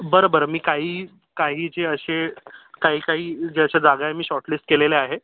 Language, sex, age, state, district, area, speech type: Marathi, male, 30-45, Maharashtra, Yavatmal, urban, conversation